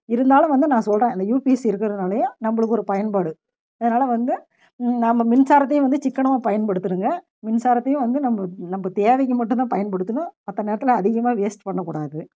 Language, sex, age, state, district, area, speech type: Tamil, female, 45-60, Tamil Nadu, Namakkal, rural, spontaneous